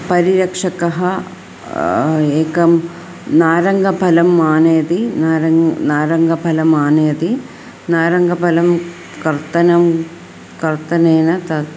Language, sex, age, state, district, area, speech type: Sanskrit, female, 45-60, Kerala, Thiruvananthapuram, urban, spontaneous